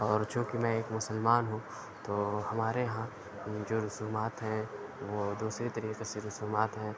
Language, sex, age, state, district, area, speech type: Urdu, male, 45-60, Uttar Pradesh, Aligarh, rural, spontaneous